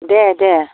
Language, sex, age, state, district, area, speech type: Bodo, female, 60+, Assam, Baksa, rural, conversation